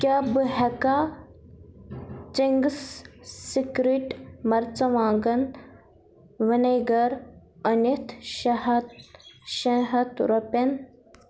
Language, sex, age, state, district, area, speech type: Kashmiri, female, 30-45, Jammu and Kashmir, Baramulla, urban, read